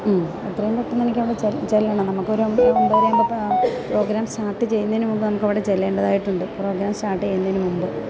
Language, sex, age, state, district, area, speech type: Malayalam, female, 45-60, Kerala, Kottayam, rural, spontaneous